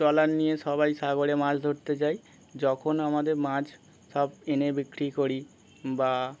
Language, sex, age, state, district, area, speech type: Bengali, male, 30-45, West Bengal, Birbhum, urban, spontaneous